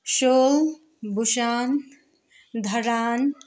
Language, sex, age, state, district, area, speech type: Nepali, female, 60+, West Bengal, Kalimpong, rural, spontaneous